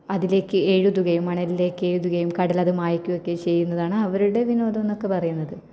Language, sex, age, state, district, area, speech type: Malayalam, female, 18-30, Kerala, Kasaragod, rural, spontaneous